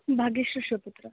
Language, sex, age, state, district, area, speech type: Kannada, female, 18-30, Karnataka, Gulbarga, urban, conversation